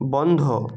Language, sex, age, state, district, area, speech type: Bengali, male, 30-45, West Bengal, North 24 Parganas, rural, read